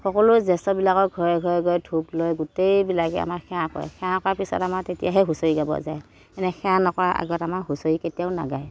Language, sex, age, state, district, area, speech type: Assamese, female, 60+, Assam, Morigaon, rural, spontaneous